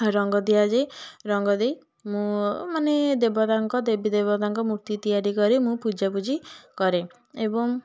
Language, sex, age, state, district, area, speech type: Odia, female, 18-30, Odisha, Puri, urban, spontaneous